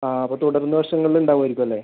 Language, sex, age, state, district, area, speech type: Malayalam, male, 18-30, Kerala, Kasaragod, rural, conversation